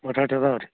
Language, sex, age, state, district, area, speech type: Kannada, male, 45-60, Karnataka, Bagalkot, rural, conversation